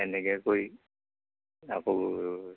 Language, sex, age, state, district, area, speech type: Assamese, male, 60+, Assam, Lakhimpur, urban, conversation